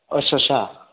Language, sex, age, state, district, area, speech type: Bodo, male, 30-45, Assam, Chirang, rural, conversation